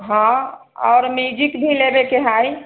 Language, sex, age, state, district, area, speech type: Maithili, female, 60+, Bihar, Sitamarhi, rural, conversation